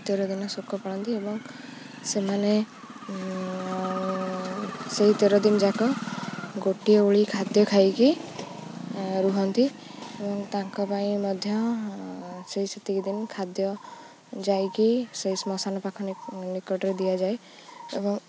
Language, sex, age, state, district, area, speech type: Odia, female, 18-30, Odisha, Jagatsinghpur, rural, spontaneous